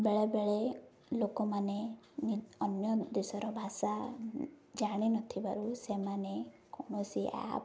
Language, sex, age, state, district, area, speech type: Odia, female, 18-30, Odisha, Ganjam, urban, spontaneous